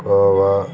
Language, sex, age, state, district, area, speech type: Telugu, male, 30-45, Andhra Pradesh, Bapatla, rural, spontaneous